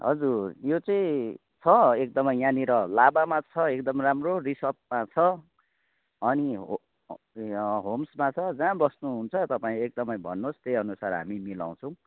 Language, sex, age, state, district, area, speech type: Nepali, male, 30-45, West Bengal, Kalimpong, rural, conversation